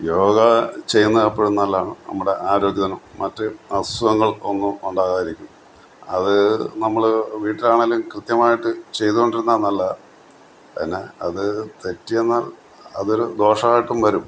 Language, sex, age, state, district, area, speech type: Malayalam, male, 60+, Kerala, Kottayam, rural, spontaneous